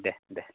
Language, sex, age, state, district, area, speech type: Bodo, male, 30-45, Assam, Udalguri, urban, conversation